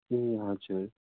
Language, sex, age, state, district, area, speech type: Nepali, male, 18-30, West Bengal, Darjeeling, rural, conversation